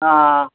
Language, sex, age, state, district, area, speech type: Tamil, male, 30-45, Tamil Nadu, Tiruvannamalai, urban, conversation